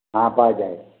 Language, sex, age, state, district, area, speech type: Bengali, male, 60+, West Bengal, Uttar Dinajpur, rural, conversation